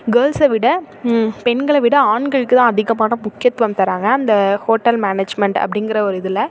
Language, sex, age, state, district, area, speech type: Tamil, female, 30-45, Tamil Nadu, Thanjavur, urban, spontaneous